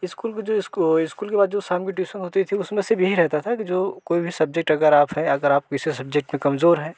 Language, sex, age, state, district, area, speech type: Hindi, male, 30-45, Uttar Pradesh, Jaunpur, rural, spontaneous